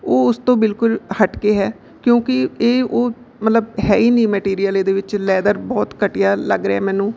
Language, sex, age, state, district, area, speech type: Punjabi, female, 45-60, Punjab, Bathinda, urban, spontaneous